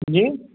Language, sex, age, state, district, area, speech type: Sindhi, male, 30-45, Maharashtra, Mumbai Suburban, urban, conversation